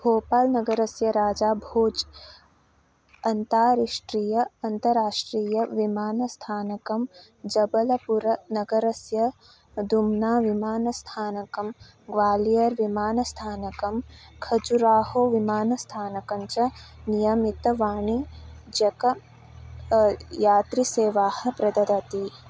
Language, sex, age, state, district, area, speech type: Sanskrit, female, 18-30, Karnataka, Uttara Kannada, rural, read